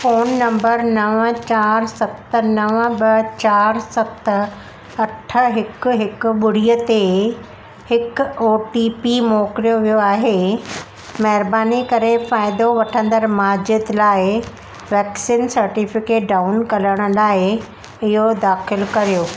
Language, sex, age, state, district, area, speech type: Sindhi, female, 60+, Maharashtra, Mumbai Suburban, urban, read